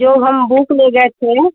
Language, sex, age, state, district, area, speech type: Hindi, female, 30-45, Uttar Pradesh, Pratapgarh, rural, conversation